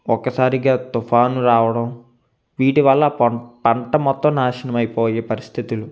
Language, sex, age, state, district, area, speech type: Telugu, male, 18-30, Andhra Pradesh, Konaseema, urban, spontaneous